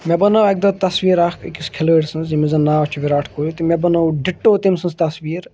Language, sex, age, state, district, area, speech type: Kashmiri, male, 30-45, Jammu and Kashmir, Kulgam, rural, spontaneous